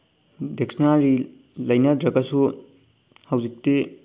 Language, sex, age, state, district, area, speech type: Manipuri, male, 18-30, Manipur, Bishnupur, rural, spontaneous